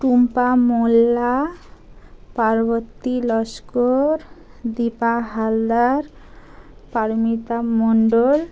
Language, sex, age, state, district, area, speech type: Bengali, female, 30-45, West Bengal, Dakshin Dinajpur, urban, spontaneous